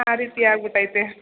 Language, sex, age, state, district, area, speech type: Kannada, female, 18-30, Karnataka, Mandya, rural, conversation